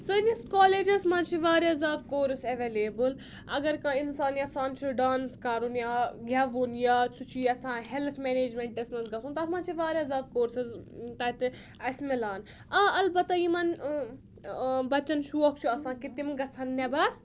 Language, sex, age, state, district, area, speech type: Kashmiri, female, 18-30, Jammu and Kashmir, Budgam, rural, spontaneous